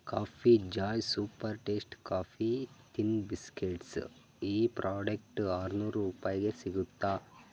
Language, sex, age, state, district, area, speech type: Kannada, male, 18-30, Karnataka, Chikkaballapur, rural, read